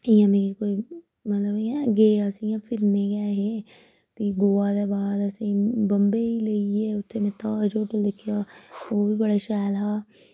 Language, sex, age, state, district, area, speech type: Dogri, female, 30-45, Jammu and Kashmir, Reasi, rural, spontaneous